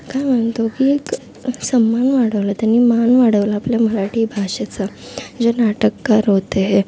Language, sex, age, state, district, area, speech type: Marathi, female, 18-30, Maharashtra, Thane, urban, spontaneous